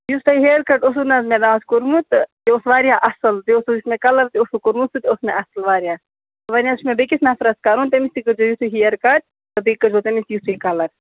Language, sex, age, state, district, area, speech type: Kashmiri, female, 18-30, Jammu and Kashmir, Budgam, rural, conversation